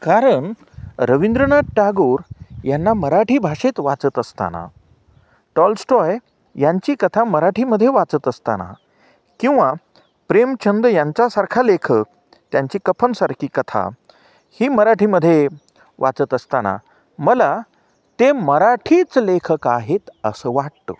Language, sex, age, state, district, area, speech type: Marathi, male, 45-60, Maharashtra, Nanded, urban, spontaneous